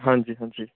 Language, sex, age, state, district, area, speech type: Punjabi, male, 18-30, Punjab, Bathinda, urban, conversation